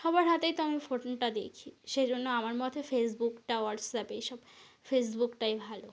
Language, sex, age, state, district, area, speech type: Bengali, female, 45-60, West Bengal, North 24 Parganas, rural, spontaneous